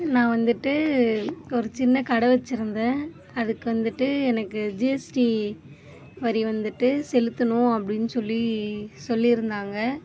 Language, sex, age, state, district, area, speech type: Tamil, female, 18-30, Tamil Nadu, Ariyalur, rural, spontaneous